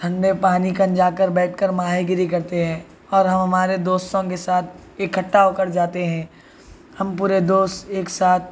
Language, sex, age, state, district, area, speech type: Urdu, male, 45-60, Telangana, Hyderabad, urban, spontaneous